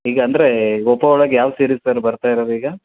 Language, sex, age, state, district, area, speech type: Kannada, male, 30-45, Karnataka, Gadag, urban, conversation